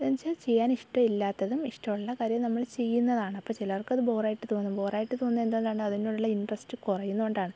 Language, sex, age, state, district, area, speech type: Malayalam, female, 18-30, Kerala, Thiruvananthapuram, rural, spontaneous